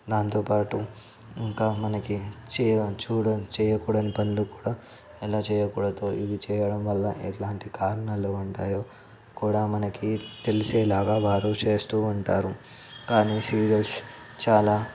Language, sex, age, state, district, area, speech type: Telugu, male, 18-30, Telangana, Ranga Reddy, urban, spontaneous